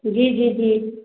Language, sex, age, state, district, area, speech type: Hindi, female, 30-45, Bihar, Samastipur, rural, conversation